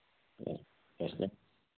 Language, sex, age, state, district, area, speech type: Manipuri, male, 60+, Manipur, Churachandpur, urban, conversation